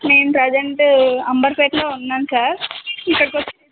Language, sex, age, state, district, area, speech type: Telugu, female, 18-30, Telangana, Sangareddy, rural, conversation